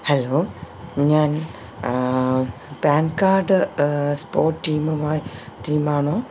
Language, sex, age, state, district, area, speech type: Malayalam, female, 45-60, Kerala, Thiruvananthapuram, urban, spontaneous